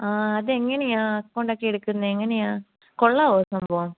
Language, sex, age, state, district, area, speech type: Malayalam, female, 18-30, Kerala, Kollam, rural, conversation